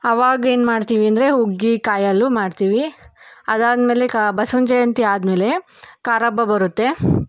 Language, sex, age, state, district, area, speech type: Kannada, female, 18-30, Karnataka, Tumkur, urban, spontaneous